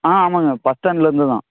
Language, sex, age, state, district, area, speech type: Tamil, male, 18-30, Tamil Nadu, Namakkal, rural, conversation